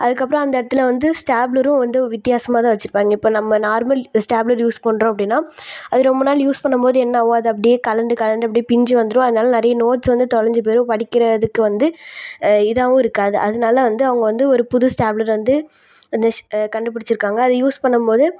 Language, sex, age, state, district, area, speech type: Tamil, female, 18-30, Tamil Nadu, Thoothukudi, urban, spontaneous